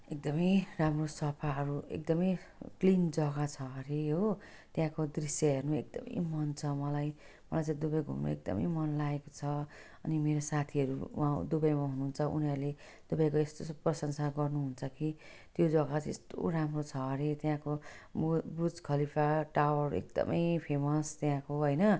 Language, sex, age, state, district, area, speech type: Nepali, female, 45-60, West Bengal, Jalpaiguri, rural, spontaneous